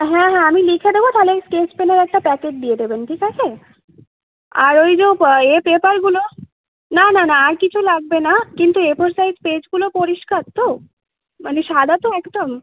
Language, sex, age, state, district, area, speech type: Bengali, female, 18-30, West Bengal, North 24 Parganas, urban, conversation